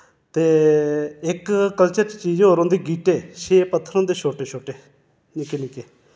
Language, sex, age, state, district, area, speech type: Dogri, male, 30-45, Jammu and Kashmir, Reasi, urban, spontaneous